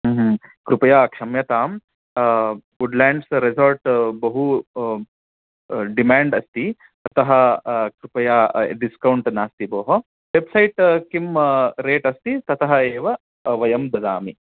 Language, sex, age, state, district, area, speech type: Sanskrit, male, 30-45, Karnataka, Bangalore Urban, urban, conversation